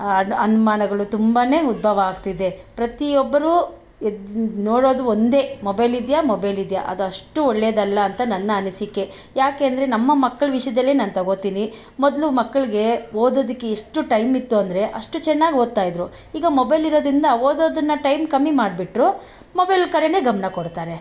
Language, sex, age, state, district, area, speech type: Kannada, female, 45-60, Karnataka, Bangalore Rural, rural, spontaneous